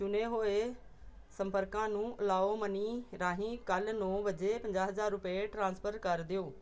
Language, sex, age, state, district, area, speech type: Punjabi, female, 45-60, Punjab, Pathankot, rural, read